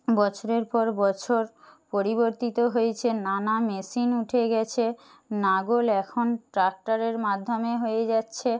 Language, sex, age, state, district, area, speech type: Bengali, female, 45-60, West Bengal, Jhargram, rural, spontaneous